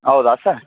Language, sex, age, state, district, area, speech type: Kannada, male, 30-45, Karnataka, Raichur, rural, conversation